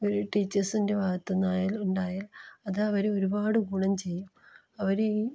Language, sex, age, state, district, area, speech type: Malayalam, female, 30-45, Kerala, Kasaragod, rural, spontaneous